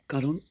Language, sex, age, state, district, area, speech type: Bengali, male, 30-45, West Bengal, Cooch Behar, urban, spontaneous